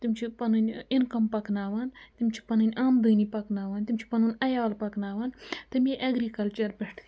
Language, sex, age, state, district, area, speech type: Kashmiri, female, 30-45, Jammu and Kashmir, Budgam, rural, spontaneous